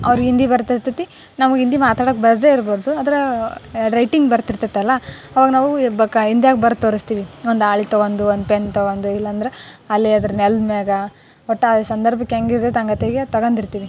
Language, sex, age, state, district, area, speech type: Kannada, female, 18-30, Karnataka, Koppal, rural, spontaneous